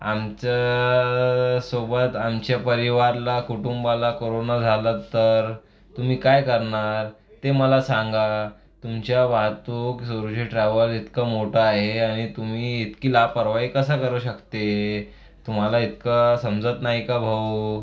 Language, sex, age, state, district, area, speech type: Marathi, male, 18-30, Maharashtra, Akola, rural, spontaneous